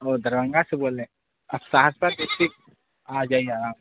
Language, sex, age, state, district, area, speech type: Urdu, male, 18-30, Bihar, Saharsa, rural, conversation